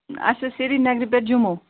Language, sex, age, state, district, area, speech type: Kashmiri, female, 30-45, Jammu and Kashmir, Ganderbal, rural, conversation